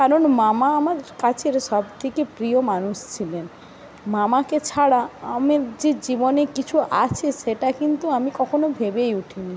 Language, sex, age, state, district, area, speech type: Bengali, female, 18-30, West Bengal, Jhargram, rural, spontaneous